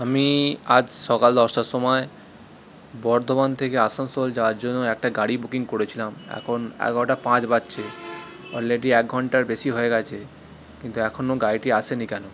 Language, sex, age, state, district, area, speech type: Bengali, male, 30-45, West Bengal, Purulia, urban, spontaneous